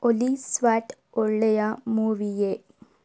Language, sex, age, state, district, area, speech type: Kannada, female, 18-30, Karnataka, Tumkur, rural, read